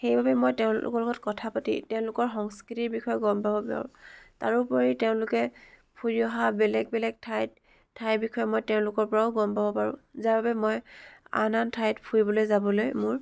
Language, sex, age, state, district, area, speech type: Assamese, female, 18-30, Assam, Dibrugarh, rural, spontaneous